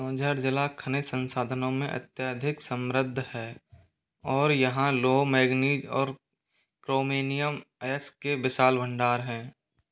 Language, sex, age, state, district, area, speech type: Hindi, male, 18-30, Rajasthan, Jodhpur, rural, read